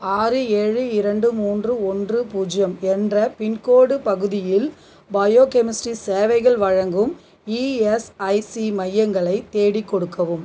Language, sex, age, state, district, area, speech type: Tamil, female, 45-60, Tamil Nadu, Cuddalore, rural, read